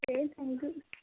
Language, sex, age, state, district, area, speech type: Urdu, female, 18-30, Uttar Pradesh, Gautam Buddha Nagar, rural, conversation